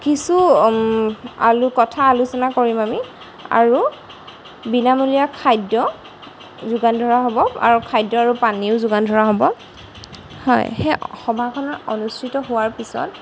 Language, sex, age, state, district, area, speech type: Assamese, female, 18-30, Assam, Golaghat, urban, spontaneous